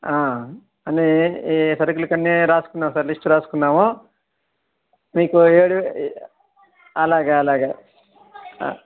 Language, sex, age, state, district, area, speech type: Telugu, male, 60+, Andhra Pradesh, Sri Balaji, urban, conversation